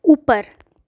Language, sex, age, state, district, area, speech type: Dogri, female, 18-30, Jammu and Kashmir, Jammu, rural, read